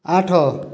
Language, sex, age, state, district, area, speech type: Odia, male, 30-45, Odisha, Kalahandi, rural, read